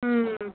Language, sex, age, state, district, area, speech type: Tamil, female, 30-45, Tamil Nadu, Krishnagiri, rural, conversation